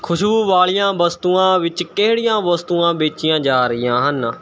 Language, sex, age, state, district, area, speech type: Punjabi, male, 18-30, Punjab, Mohali, rural, read